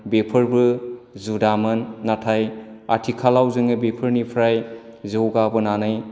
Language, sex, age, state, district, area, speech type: Bodo, male, 45-60, Assam, Chirang, urban, spontaneous